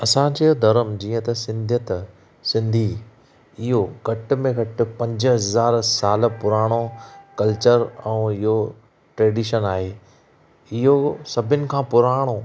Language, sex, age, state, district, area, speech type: Sindhi, male, 30-45, Maharashtra, Thane, urban, spontaneous